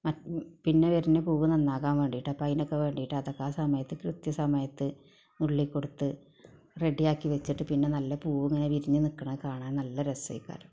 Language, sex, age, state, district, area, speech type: Malayalam, female, 45-60, Kerala, Malappuram, rural, spontaneous